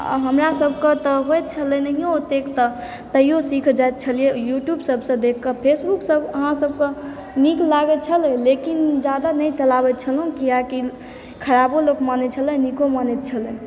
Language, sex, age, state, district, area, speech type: Maithili, male, 30-45, Bihar, Supaul, rural, spontaneous